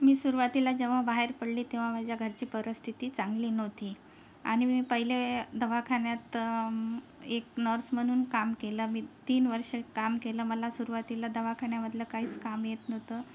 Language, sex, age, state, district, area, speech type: Marathi, female, 30-45, Maharashtra, Yavatmal, rural, spontaneous